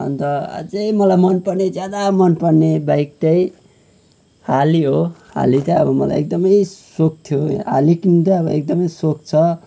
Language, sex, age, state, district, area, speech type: Nepali, male, 30-45, West Bengal, Kalimpong, rural, spontaneous